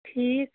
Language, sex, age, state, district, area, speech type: Kashmiri, female, 30-45, Jammu and Kashmir, Shopian, rural, conversation